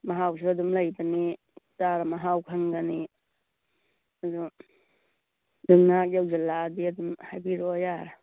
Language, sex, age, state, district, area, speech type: Manipuri, female, 45-60, Manipur, Churachandpur, urban, conversation